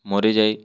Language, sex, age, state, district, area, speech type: Odia, male, 18-30, Odisha, Kalahandi, rural, spontaneous